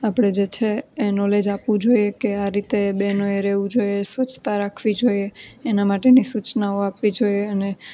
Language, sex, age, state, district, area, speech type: Gujarati, female, 18-30, Gujarat, Junagadh, urban, spontaneous